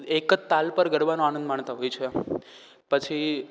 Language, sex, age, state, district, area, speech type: Gujarati, male, 18-30, Gujarat, Rajkot, rural, spontaneous